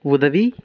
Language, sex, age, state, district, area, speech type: Tamil, male, 18-30, Tamil Nadu, Ariyalur, rural, read